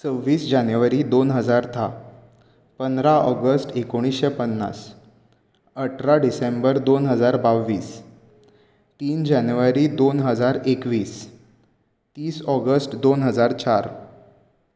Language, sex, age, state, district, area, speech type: Goan Konkani, male, 18-30, Goa, Bardez, urban, spontaneous